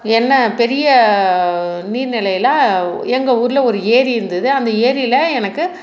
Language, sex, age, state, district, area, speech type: Tamil, female, 45-60, Tamil Nadu, Salem, urban, spontaneous